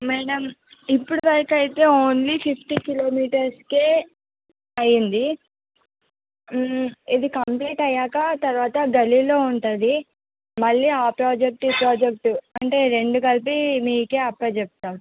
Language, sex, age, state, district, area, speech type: Telugu, female, 45-60, Andhra Pradesh, Visakhapatnam, urban, conversation